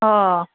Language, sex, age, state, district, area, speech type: Kashmiri, female, 30-45, Jammu and Kashmir, Budgam, rural, conversation